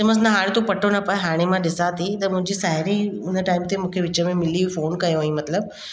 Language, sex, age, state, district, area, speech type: Sindhi, female, 30-45, Maharashtra, Mumbai Suburban, urban, spontaneous